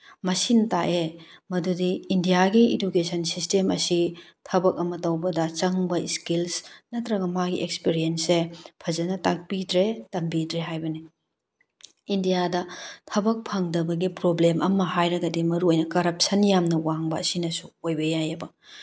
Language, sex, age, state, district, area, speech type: Manipuri, female, 18-30, Manipur, Tengnoupal, rural, spontaneous